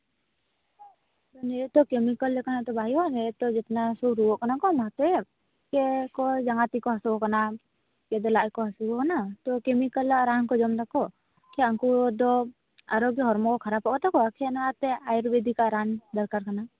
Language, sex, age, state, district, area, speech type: Santali, female, 18-30, West Bengal, Paschim Bardhaman, rural, conversation